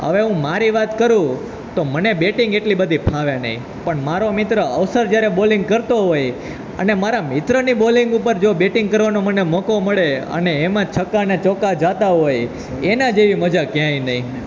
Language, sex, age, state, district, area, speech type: Gujarati, male, 18-30, Gujarat, Junagadh, rural, spontaneous